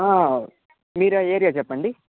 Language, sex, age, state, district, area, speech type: Telugu, male, 18-30, Andhra Pradesh, Chittoor, rural, conversation